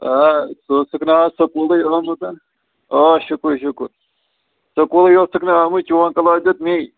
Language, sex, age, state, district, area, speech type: Kashmiri, male, 30-45, Jammu and Kashmir, Srinagar, urban, conversation